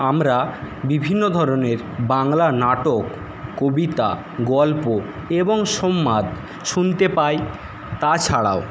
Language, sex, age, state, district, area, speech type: Bengali, male, 60+, West Bengal, Paschim Medinipur, rural, spontaneous